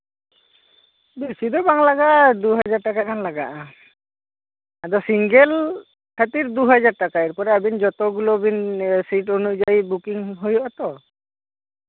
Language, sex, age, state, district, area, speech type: Santali, male, 18-30, West Bengal, Bankura, rural, conversation